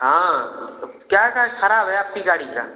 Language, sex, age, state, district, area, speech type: Hindi, male, 18-30, Uttar Pradesh, Ghazipur, rural, conversation